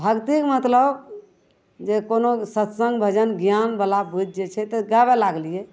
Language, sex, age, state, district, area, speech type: Maithili, female, 45-60, Bihar, Madhepura, rural, spontaneous